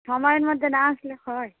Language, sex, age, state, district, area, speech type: Bengali, female, 45-60, West Bengal, Hooghly, rural, conversation